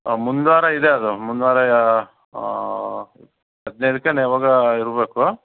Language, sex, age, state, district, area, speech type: Kannada, male, 45-60, Karnataka, Davanagere, rural, conversation